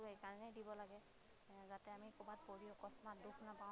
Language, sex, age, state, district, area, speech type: Assamese, female, 30-45, Assam, Lakhimpur, rural, spontaneous